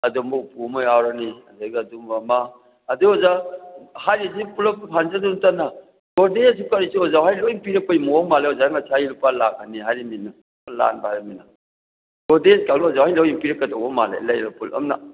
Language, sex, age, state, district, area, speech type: Manipuri, male, 60+, Manipur, Thoubal, rural, conversation